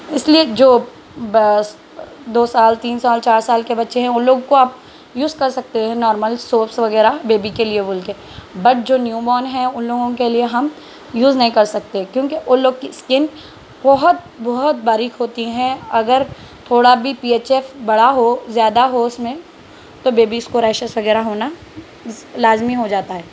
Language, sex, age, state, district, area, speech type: Urdu, female, 18-30, Telangana, Hyderabad, urban, spontaneous